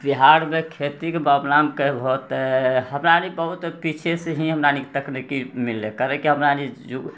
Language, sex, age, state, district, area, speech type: Maithili, male, 60+, Bihar, Purnia, urban, spontaneous